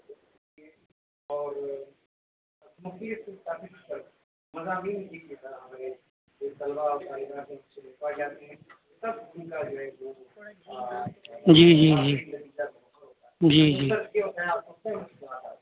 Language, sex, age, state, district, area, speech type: Urdu, male, 45-60, Uttar Pradesh, Rampur, urban, conversation